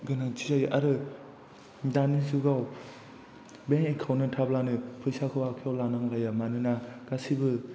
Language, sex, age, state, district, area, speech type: Bodo, male, 18-30, Assam, Chirang, rural, spontaneous